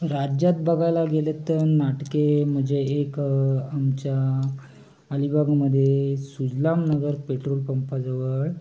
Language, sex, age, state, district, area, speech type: Marathi, male, 18-30, Maharashtra, Raigad, urban, spontaneous